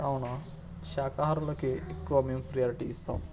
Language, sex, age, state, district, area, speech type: Telugu, male, 18-30, Telangana, Nalgonda, rural, spontaneous